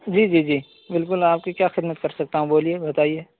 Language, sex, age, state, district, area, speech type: Urdu, male, 18-30, Uttar Pradesh, Saharanpur, urban, conversation